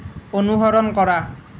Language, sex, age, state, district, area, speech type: Assamese, male, 18-30, Assam, Nalbari, rural, read